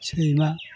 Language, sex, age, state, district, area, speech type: Bodo, male, 60+, Assam, Chirang, rural, read